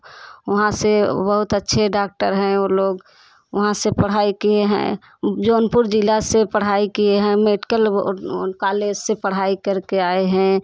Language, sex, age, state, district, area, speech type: Hindi, female, 30-45, Uttar Pradesh, Jaunpur, rural, spontaneous